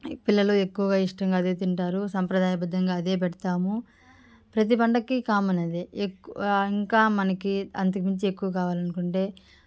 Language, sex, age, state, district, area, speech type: Telugu, female, 30-45, Andhra Pradesh, Sri Balaji, rural, spontaneous